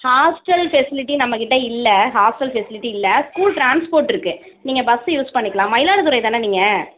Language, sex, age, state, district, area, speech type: Tamil, female, 30-45, Tamil Nadu, Tiruvarur, rural, conversation